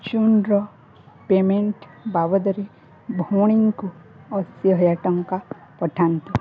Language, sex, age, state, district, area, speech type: Odia, female, 18-30, Odisha, Balangir, urban, read